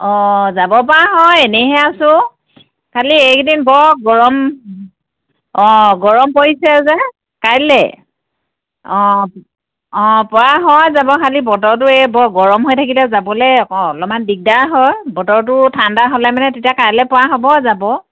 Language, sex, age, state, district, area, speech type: Assamese, female, 45-60, Assam, Jorhat, urban, conversation